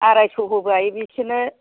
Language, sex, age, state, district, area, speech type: Bodo, female, 60+, Assam, Kokrajhar, rural, conversation